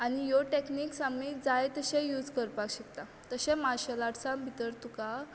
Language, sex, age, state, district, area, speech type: Goan Konkani, female, 18-30, Goa, Quepem, urban, spontaneous